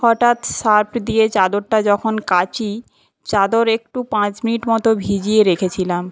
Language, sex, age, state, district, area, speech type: Bengali, female, 18-30, West Bengal, Paschim Medinipur, rural, spontaneous